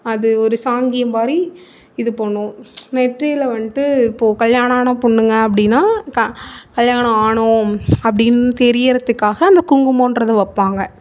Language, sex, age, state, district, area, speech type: Tamil, female, 18-30, Tamil Nadu, Mayiladuthurai, urban, spontaneous